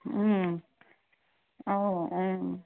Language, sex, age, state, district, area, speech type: Kannada, female, 60+, Karnataka, Kolar, rural, conversation